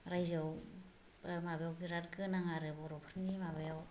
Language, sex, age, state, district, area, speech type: Bodo, female, 45-60, Assam, Kokrajhar, rural, spontaneous